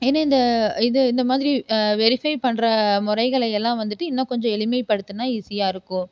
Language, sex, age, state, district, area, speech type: Tamil, female, 30-45, Tamil Nadu, Erode, rural, spontaneous